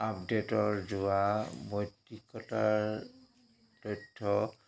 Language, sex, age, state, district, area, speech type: Assamese, male, 45-60, Assam, Dhemaji, rural, read